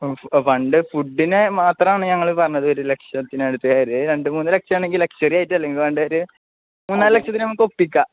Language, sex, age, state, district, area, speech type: Malayalam, male, 18-30, Kerala, Malappuram, rural, conversation